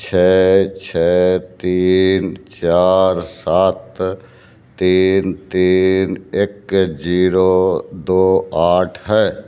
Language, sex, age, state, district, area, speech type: Punjabi, male, 60+, Punjab, Fazilka, rural, read